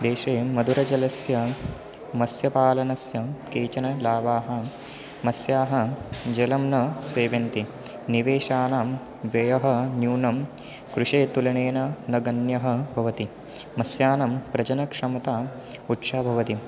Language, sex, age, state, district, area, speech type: Sanskrit, male, 18-30, Maharashtra, Nashik, rural, spontaneous